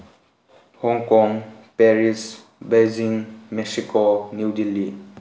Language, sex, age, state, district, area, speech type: Manipuri, male, 18-30, Manipur, Tengnoupal, rural, spontaneous